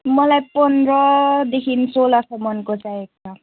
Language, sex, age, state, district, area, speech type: Nepali, female, 18-30, West Bengal, Kalimpong, rural, conversation